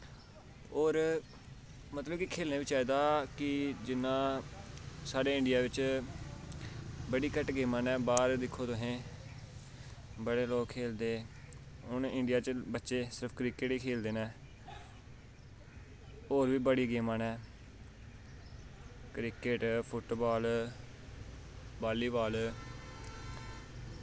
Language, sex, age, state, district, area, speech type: Dogri, male, 18-30, Jammu and Kashmir, Samba, rural, spontaneous